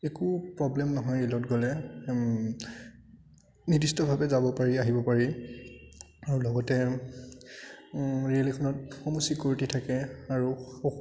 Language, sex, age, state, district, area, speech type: Assamese, male, 30-45, Assam, Biswanath, rural, spontaneous